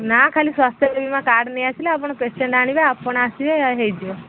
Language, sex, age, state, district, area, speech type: Odia, female, 30-45, Odisha, Sambalpur, rural, conversation